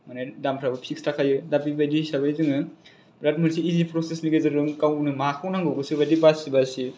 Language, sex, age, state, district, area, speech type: Bodo, male, 18-30, Assam, Chirang, urban, spontaneous